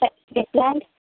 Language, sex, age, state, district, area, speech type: Nepali, female, 18-30, West Bengal, Kalimpong, rural, conversation